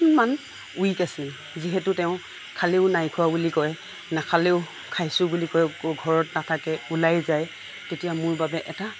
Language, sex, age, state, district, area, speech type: Assamese, female, 45-60, Assam, Nagaon, rural, spontaneous